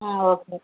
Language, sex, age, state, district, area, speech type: Tamil, female, 30-45, Tamil Nadu, Tiruppur, rural, conversation